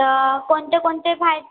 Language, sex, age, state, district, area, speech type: Marathi, female, 30-45, Maharashtra, Nagpur, urban, conversation